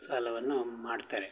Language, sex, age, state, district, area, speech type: Kannada, male, 60+, Karnataka, Shimoga, rural, spontaneous